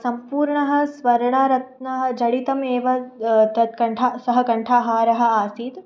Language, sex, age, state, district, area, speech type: Sanskrit, female, 18-30, Maharashtra, Mumbai Suburban, urban, spontaneous